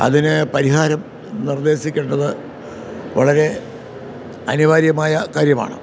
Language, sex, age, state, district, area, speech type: Malayalam, male, 60+, Kerala, Kottayam, rural, spontaneous